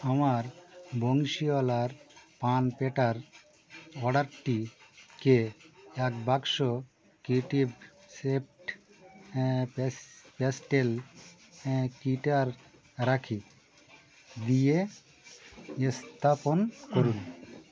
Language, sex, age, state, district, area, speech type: Bengali, male, 60+, West Bengal, Birbhum, urban, read